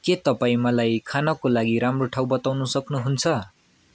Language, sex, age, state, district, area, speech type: Nepali, male, 18-30, West Bengal, Darjeeling, urban, read